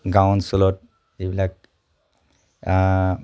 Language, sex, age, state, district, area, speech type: Assamese, male, 30-45, Assam, Charaideo, rural, spontaneous